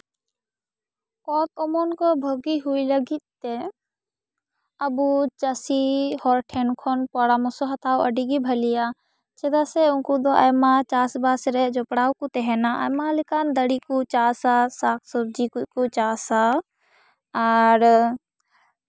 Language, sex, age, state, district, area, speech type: Santali, female, 18-30, West Bengal, Purba Bardhaman, rural, spontaneous